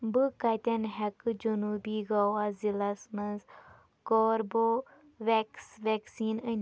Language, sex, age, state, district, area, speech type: Kashmiri, female, 30-45, Jammu and Kashmir, Shopian, urban, read